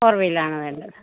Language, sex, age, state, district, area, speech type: Malayalam, female, 30-45, Kerala, Idukki, rural, conversation